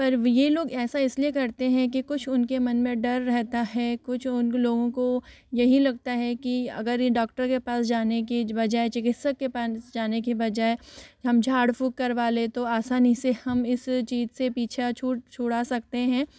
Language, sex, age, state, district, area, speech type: Hindi, female, 30-45, Rajasthan, Jaipur, urban, spontaneous